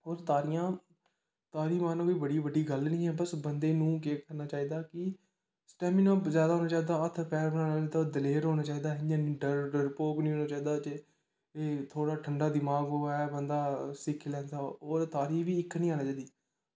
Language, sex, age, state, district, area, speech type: Dogri, male, 18-30, Jammu and Kashmir, Kathua, rural, spontaneous